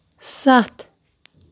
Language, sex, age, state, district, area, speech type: Kashmiri, female, 30-45, Jammu and Kashmir, Shopian, rural, read